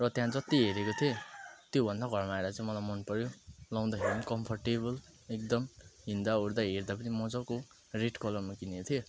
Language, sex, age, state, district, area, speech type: Nepali, male, 30-45, West Bengal, Jalpaiguri, urban, spontaneous